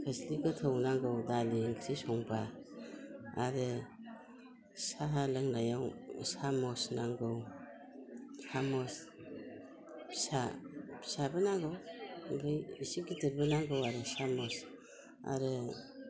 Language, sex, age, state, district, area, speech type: Bodo, female, 60+, Assam, Udalguri, rural, spontaneous